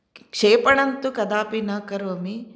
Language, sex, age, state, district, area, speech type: Sanskrit, female, 45-60, Karnataka, Uttara Kannada, urban, spontaneous